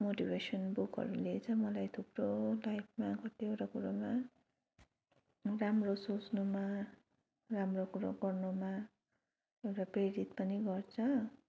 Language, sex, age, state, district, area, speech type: Nepali, female, 18-30, West Bengal, Darjeeling, rural, spontaneous